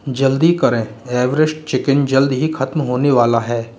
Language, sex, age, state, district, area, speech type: Hindi, male, 30-45, Rajasthan, Jaipur, urban, read